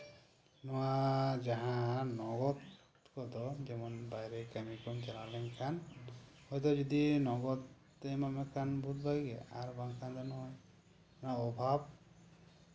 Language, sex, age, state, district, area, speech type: Santali, male, 30-45, West Bengal, Bankura, rural, spontaneous